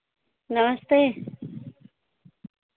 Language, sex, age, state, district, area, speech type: Hindi, female, 18-30, Uttar Pradesh, Azamgarh, urban, conversation